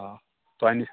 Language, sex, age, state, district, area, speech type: Kashmiri, male, 18-30, Jammu and Kashmir, Pulwama, rural, conversation